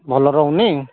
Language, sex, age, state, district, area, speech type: Odia, male, 45-60, Odisha, Angul, rural, conversation